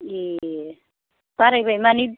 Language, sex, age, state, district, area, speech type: Bodo, female, 60+, Assam, Kokrajhar, urban, conversation